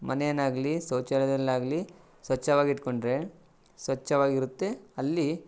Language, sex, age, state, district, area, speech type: Kannada, male, 18-30, Karnataka, Chitradurga, rural, spontaneous